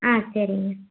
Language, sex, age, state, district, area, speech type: Tamil, female, 18-30, Tamil Nadu, Erode, rural, conversation